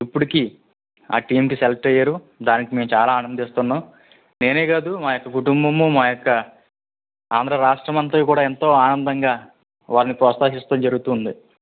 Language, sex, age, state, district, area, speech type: Telugu, male, 18-30, Andhra Pradesh, East Godavari, rural, conversation